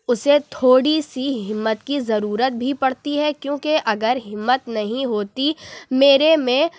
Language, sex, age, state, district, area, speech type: Urdu, female, 30-45, Uttar Pradesh, Lucknow, urban, spontaneous